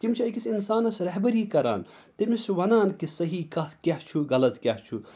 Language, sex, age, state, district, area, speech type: Kashmiri, male, 30-45, Jammu and Kashmir, Srinagar, urban, spontaneous